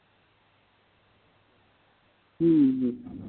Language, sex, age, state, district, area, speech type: Santali, male, 60+, West Bengal, Birbhum, rural, conversation